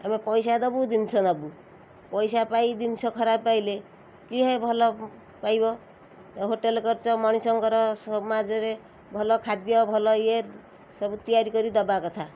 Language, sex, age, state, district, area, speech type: Odia, female, 45-60, Odisha, Kendrapara, urban, spontaneous